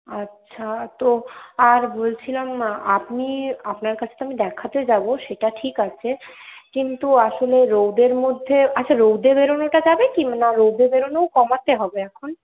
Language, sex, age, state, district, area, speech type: Bengali, female, 18-30, West Bengal, Purulia, urban, conversation